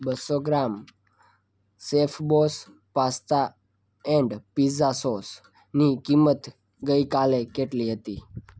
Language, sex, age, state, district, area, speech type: Gujarati, male, 18-30, Gujarat, Surat, rural, read